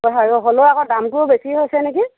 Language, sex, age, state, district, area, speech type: Assamese, female, 45-60, Assam, Sivasagar, rural, conversation